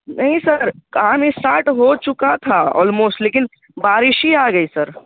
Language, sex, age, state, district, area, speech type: Urdu, male, 18-30, Bihar, Darbhanga, urban, conversation